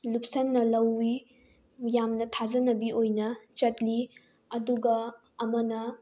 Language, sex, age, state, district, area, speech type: Manipuri, female, 18-30, Manipur, Bishnupur, rural, spontaneous